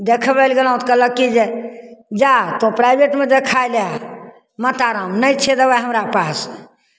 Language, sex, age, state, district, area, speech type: Maithili, female, 60+, Bihar, Begusarai, rural, spontaneous